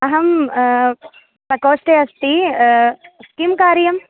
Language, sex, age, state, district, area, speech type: Sanskrit, female, 18-30, Kerala, Thrissur, rural, conversation